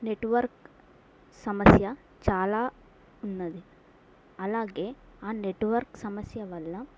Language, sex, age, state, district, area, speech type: Telugu, female, 18-30, Telangana, Mulugu, rural, spontaneous